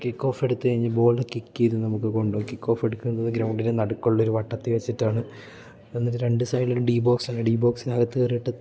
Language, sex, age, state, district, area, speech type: Malayalam, male, 18-30, Kerala, Idukki, rural, spontaneous